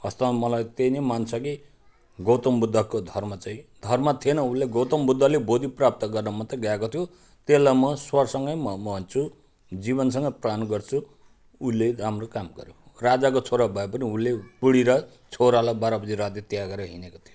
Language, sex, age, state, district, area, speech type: Nepali, male, 45-60, West Bengal, Jalpaiguri, rural, spontaneous